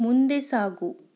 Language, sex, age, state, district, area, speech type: Kannada, female, 30-45, Karnataka, Chikkaballapur, rural, read